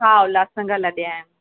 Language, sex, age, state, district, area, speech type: Sindhi, female, 45-60, Maharashtra, Thane, urban, conversation